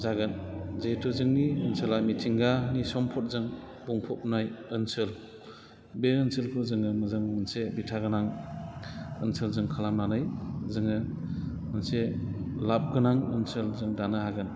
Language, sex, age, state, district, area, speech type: Bodo, male, 45-60, Assam, Chirang, rural, spontaneous